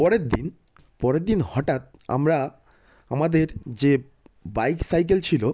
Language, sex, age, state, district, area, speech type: Bengali, male, 30-45, West Bengal, South 24 Parganas, rural, spontaneous